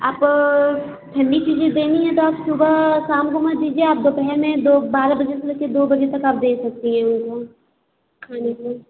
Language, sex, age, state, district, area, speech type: Hindi, female, 18-30, Uttar Pradesh, Azamgarh, urban, conversation